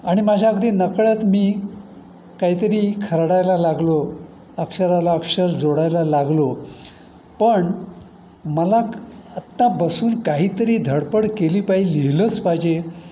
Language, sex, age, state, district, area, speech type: Marathi, male, 60+, Maharashtra, Pune, urban, spontaneous